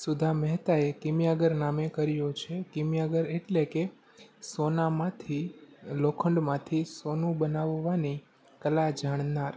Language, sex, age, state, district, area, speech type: Gujarati, male, 18-30, Gujarat, Rajkot, urban, spontaneous